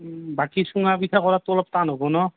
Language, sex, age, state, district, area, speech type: Assamese, male, 18-30, Assam, Nalbari, rural, conversation